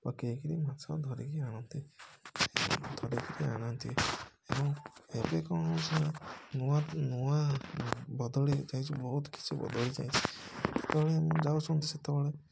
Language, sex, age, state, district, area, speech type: Odia, male, 30-45, Odisha, Puri, urban, spontaneous